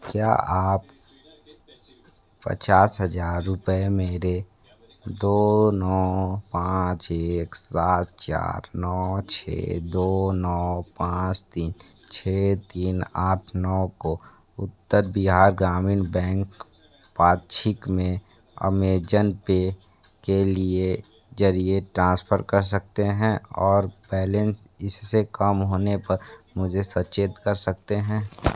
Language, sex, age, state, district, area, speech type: Hindi, male, 18-30, Uttar Pradesh, Sonbhadra, rural, read